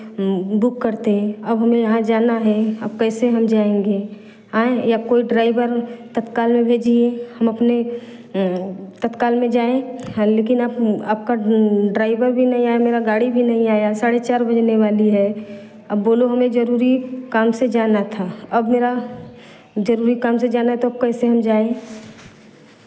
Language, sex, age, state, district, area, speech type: Hindi, female, 30-45, Uttar Pradesh, Varanasi, rural, spontaneous